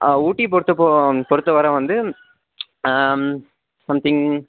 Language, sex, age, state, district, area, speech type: Tamil, male, 18-30, Tamil Nadu, Nilgiris, urban, conversation